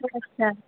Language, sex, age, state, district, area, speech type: Bengali, female, 18-30, West Bengal, Uttar Dinajpur, urban, conversation